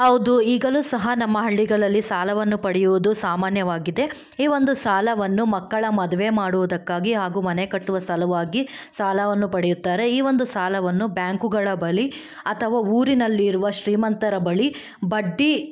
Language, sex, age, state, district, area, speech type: Kannada, female, 18-30, Karnataka, Chikkaballapur, rural, spontaneous